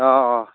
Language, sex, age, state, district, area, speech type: Assamese, male, 45-60, Assam, Nalbari, rural, conversation